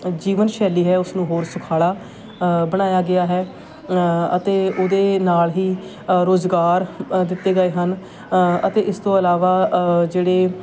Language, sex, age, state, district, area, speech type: Punjabi, female, 30-45, Punjab, Shaheed Bhagat Singh Nagar, urban, spontaneous